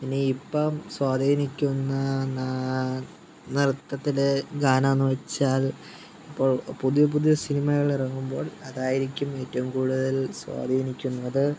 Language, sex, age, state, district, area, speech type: Malayalam, male, 18-30, Kerala, Kollam, rural, spontaneous